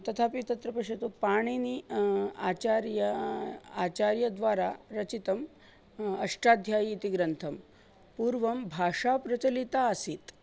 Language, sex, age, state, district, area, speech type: Sanskrit, female, 30-45, Maharashtra, Nagpur, urban, spontaneous